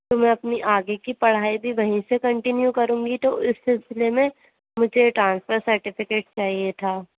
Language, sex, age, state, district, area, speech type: Urdu, female, 18-30, Uttar Pradesh, Aligarh, urban, conversation